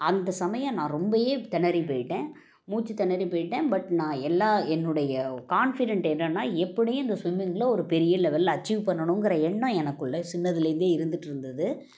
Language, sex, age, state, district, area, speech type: Tamil, female, 60+, Tamil Nadu, Salem, rural, spontaneous